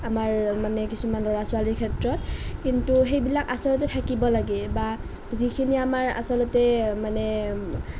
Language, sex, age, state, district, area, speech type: Assamese, female, 18-30, Assam, Nalbari, rural, spontaneous